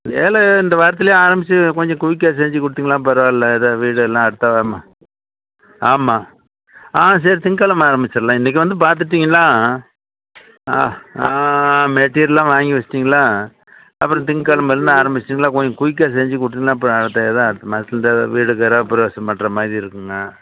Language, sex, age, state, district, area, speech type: Tamil, male, 60+, Tamil Nadu, Salem, urban, conversation